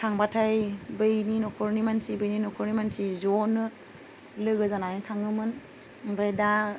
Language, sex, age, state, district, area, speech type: Bodo, female, 30-45, Assam, Goalpara, rural, spontaneous